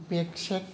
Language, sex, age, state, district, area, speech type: Bodo, male, 18-30, Assam, Kokrajhar, rural, spontaneous